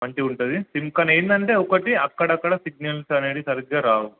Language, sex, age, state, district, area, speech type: Telugu, male, 18-30, Telangana, Hanamkonda, urban, conversation